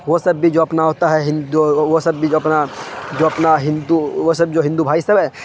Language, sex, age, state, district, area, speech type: Urdu, male, 18-30, Bihar, Khagaria, rural, spontaneous